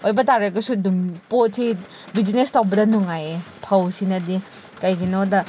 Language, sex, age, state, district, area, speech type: Manipuri, female, 45-60, Manipur, Chandel, rural, spontaneous